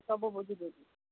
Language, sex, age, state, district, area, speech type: Odia, female, 45-60, Odisha, Sundergarh, rural, conversation